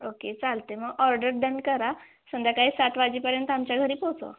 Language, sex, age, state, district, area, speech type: Marathi, female, 18-30, Maharashtra, Sangli, rural, conversation